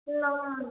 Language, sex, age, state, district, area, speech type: Bengali, female, 18-30, West Bengal, Purulia, urban, conversation